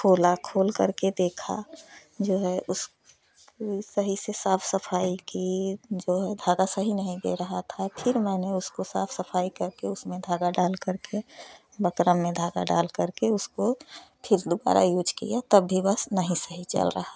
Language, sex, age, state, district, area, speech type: Hindi, female, 30-45, Uttar Pradesh, Prayagraj, urban, spontaneous